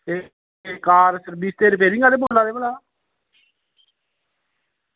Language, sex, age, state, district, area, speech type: Dogri, male, 30-45, Jammu and Kashmir, Samba, rural, conversation